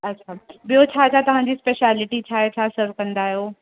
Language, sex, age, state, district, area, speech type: Sindhi, female, 18-30, Uttar Pradesh, Lucknow, rural, conversation